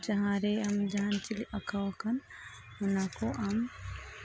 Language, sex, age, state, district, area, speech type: Santali, female, 30-45, Jharkhand, East Singhbhum, rural, spontaneous